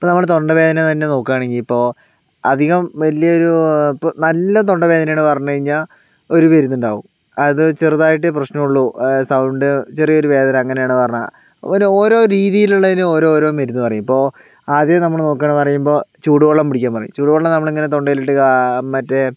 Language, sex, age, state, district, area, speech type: Malayalam, male, 60+, Kerala, Palakkad, rural, spontaneous